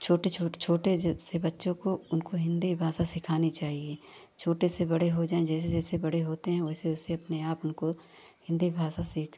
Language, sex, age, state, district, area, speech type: Hindi, female, 30-45, Uttar Pradesh, Pratapgarh, rural, spontaneous